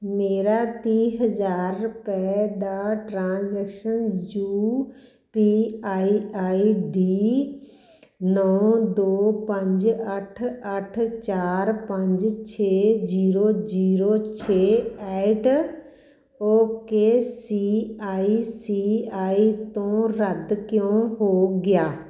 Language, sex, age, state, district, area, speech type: Punjabi, female, 45-60, Punjab, Patiala, rural, read